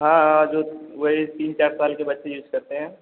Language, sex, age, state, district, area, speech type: Hindi, male, 18-30, Uttar Pradesh, Azamgarh, rural, conversation